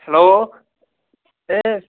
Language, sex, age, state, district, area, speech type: Kashmiri, male, 18-30, Jammu and Kashmir, Ganderbal, rural, conversation